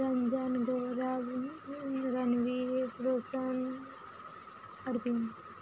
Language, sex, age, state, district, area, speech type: Maithili, female, 18-30, Bihar, Araria, urban, spontaneous